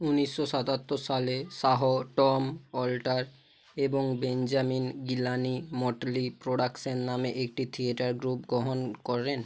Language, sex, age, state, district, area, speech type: Bengali, male, 45-60, West Bengal, Bankura, urban, read